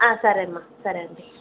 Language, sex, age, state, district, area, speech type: Telugu, female, 30-45, Andhra Pradesh, Kadapa, urban, conversation